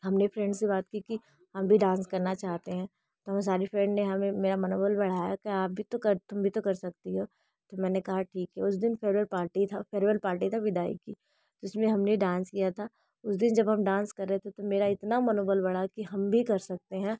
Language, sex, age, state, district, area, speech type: Hindi, female, 30-45, Uttar Pradesh, Bhadohi, rural, spontaneous